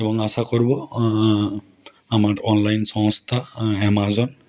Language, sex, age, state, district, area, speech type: Bengali, male, 30-45, West Bengal, Howrah, urban, spontaneous